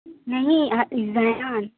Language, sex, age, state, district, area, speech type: Urdu, female, 18-30, Uttar Pradesh, Mau, urban, conversation